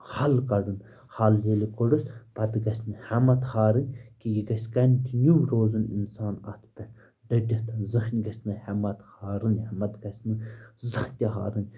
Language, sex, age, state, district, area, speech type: Kashmiri, male, 18-30, Jammu and Kashmir, Baramulla, rural, spontaneous